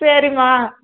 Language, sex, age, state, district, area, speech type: Tamil, female, 30-45, Tamil Nadu, Tirupattur, rural, conversation